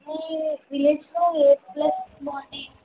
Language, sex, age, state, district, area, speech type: Telugu, female, 18-30, Andhra Pradesh, Eluru, rural, conversation